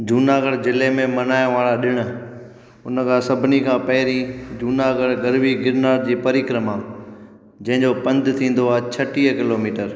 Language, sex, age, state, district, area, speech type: Sindhi, male, 30-45, Gujarat, Junagadh, rural, spontaneous